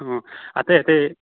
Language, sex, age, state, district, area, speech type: Manipuri, male, 18-30, Manipur, Churachandpur, rural, conversation